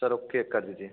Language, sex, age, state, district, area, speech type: Hindi, male, 18-30, Uttar Pradesh, Bhadohi, urban, conversation